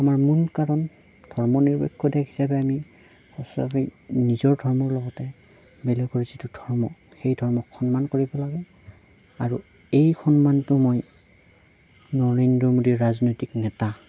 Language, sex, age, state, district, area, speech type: Assamese, male, 30-45, Assam, Darrang, rural, spontaneous